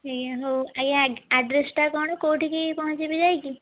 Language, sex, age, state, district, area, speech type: Odia, female, 18-30, Odisha, Kendujhar, urban, conversation